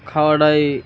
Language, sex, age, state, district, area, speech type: Bengali, male, 18-30, West Bengal, Uttar Dinajpur, urban, spontaneous